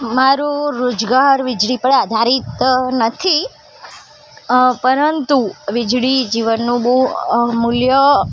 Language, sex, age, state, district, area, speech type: Gujarati, female, 18-30, Gujarat, Ahmedabad, urban, spontaneous